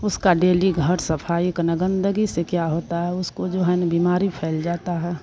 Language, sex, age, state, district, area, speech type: Hindi, female, 45-60, Bihar, Madhepura, rural, spontaneous